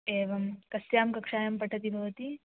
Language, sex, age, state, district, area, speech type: Sanskrit, female, 18-30, Maharashtra, Washim, urban, conversation